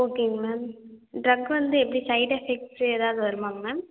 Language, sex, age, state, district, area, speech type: Tamil, female, 18-30, Tamil Nadu, Erode, rural, conversation